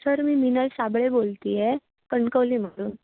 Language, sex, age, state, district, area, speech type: Marathi, female, 18-30, Maharashtra, Sindhudurg, urban, conversation